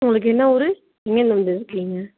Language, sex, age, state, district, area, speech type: Tamil, female, 45-60, Tamil Nadu, Mayiladuthurai, rural, conversation